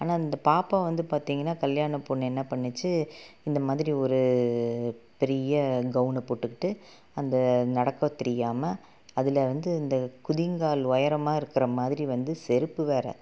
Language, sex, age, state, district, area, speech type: Tamil, female, 30-45, Tamil Nadu, Salem, urban, spontaneous